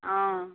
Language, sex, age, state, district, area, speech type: Assamese, female, 45-60, Assam, Lakhimpur, rural, conversation